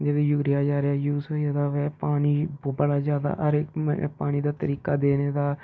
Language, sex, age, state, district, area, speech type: Dogri, male, 30-45, Jammu and Kashmir, Reasi, urban, spontaneous